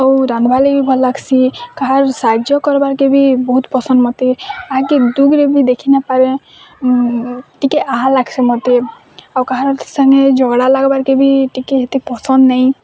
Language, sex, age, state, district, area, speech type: Odia, female, 18-30, Odisha, Bargarh, rural, spontaneous